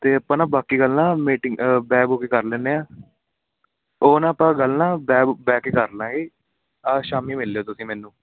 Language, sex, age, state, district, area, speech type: Punjabi, male, 18-30, Punjab, Patiala, urban, conversation